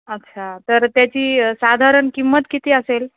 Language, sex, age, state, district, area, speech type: Marathi, female, 30-45, Maharashtra, Nanded, urban, conversation